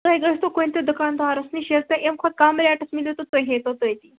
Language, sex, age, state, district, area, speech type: Kashmiri, female, 18-30, Jammu and Kashmir, Baramulla, rural, conversation